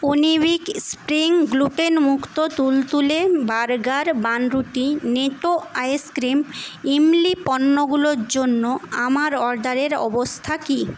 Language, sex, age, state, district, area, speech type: Bengali, female, 18-30, West Bengal, Paschim Medinipur, rural, read